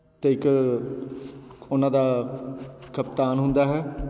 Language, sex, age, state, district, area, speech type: Punjabi, male, 30-45, Punjab, Patiala, urban, spontaneous